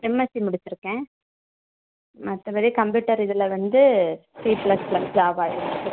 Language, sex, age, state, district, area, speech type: Tamil, female, 18-30, Tamil Nadu, Kanyakumari, rural, conversation